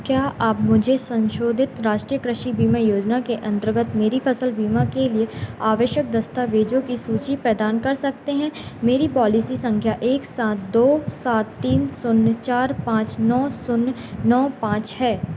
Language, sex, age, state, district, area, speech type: Hindi, female, 18-30, Madhya Pradesh, Narsinghpur, rural, read